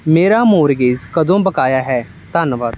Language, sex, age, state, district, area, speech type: Punjabi, male, 18-30, Punjab, Ludhiana, rural, read